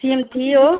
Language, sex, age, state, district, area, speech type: Hindi, female, 45-60, Uttar Pradesh, Bhadohi, urban, conversation